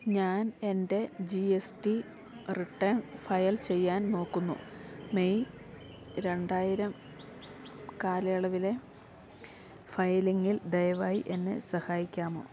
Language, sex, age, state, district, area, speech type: Malayalam, female, 45-60, Kerala, Idukki, rural, read